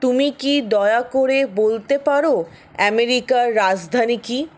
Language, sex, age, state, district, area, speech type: Bengali, female, 60+, West Bengal, Paschim Bardhaman, rural, read